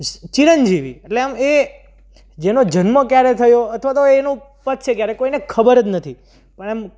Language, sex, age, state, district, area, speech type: Gujarati, male, 18-30, Gujarat, Surat, urban, spontaneous